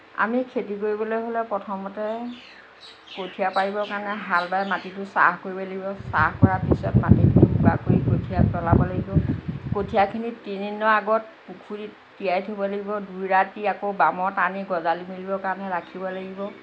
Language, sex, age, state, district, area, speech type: Assamese, female, 60+, Assam, Lakhimpur, rural, spontaneous